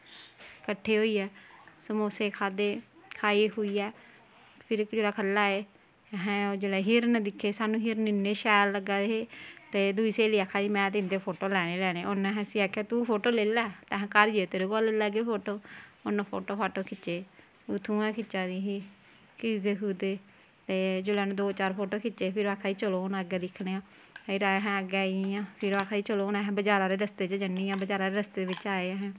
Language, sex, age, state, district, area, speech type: Dogri, female, 30-45, Jammu and Kashmir, Kathua, rural, spontaneous